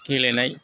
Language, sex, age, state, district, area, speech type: Bodo, male, 60+, Assam, Kokrajhar, rural, spontaneous